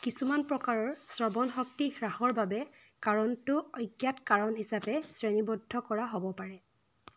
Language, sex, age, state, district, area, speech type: Assamese, female, 18-30, Assam, Dibrugarh, rural, read